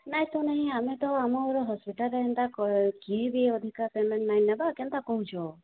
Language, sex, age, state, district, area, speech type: Odia, female, 45-60, Odisha, Sambalpur, rural, conversation